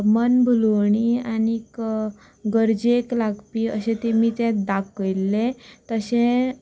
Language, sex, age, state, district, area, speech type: Goan Konkani, female, 18-30, Goa, Canacona, rural, spontaneous